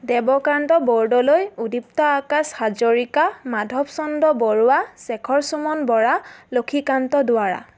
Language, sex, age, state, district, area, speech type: Assamese, female, 18-30, Assam, Biswanath, rural, spontaneous